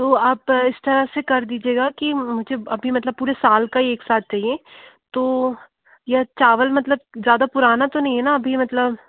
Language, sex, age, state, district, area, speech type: Hindi, female, 45-60, Madhya Pradesh, Bhopal, urban, conversation